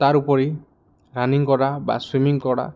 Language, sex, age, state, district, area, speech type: Assamese, male, 18-30, Assam, Goalpara, urban, spontaneous